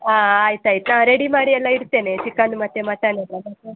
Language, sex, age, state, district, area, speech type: Kannada, female, 18-30, Karnataka, Chitradurga, rural, conversation